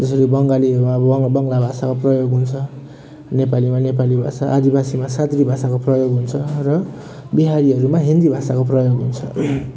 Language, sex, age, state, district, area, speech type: Nepali, male, 30-45, West Bengal, Jalpaiguri, rural, spontaneous